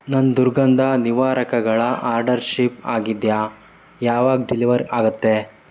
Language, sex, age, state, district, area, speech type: Kannada, male, 18-30, Karnataka, Davanagere, rural, read